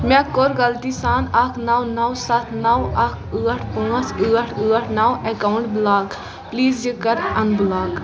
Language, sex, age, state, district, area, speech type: Kashmiri, female, 18-30, Jammu and Kashmir, Kulgam, rural, read